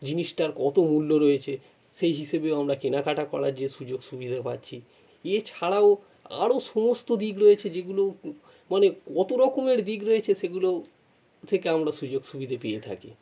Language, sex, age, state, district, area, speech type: Bengali, male, 45-60, West Bengal, North 24 Parganas, urban, spontaneous